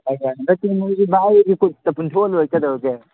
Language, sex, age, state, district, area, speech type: Manipuri, male, 18-30, Manipur, Kangpokpi, urban, conversation